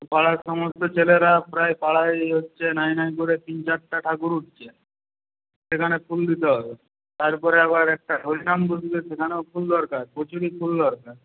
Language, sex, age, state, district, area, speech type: Bengali, male, 18-30, West Bengal, Paschim Medinipur, rural, conversation